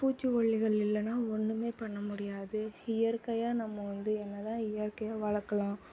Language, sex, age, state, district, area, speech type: Tamil, female, 18-30, Tamil Nadu, Salem, rural, spontaneous